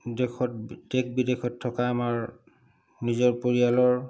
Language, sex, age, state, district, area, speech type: Assamese, male, 30-45, Assam, Lakhimpur, rural, spontaneous